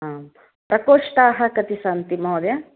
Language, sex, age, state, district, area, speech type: Sanskrit, female, 30-45, Karnataka, Shimoga, urban, conversation